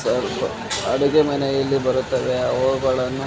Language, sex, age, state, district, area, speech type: Kannada, male, 18-30, Karnataka, Kolar, rural, spontaneous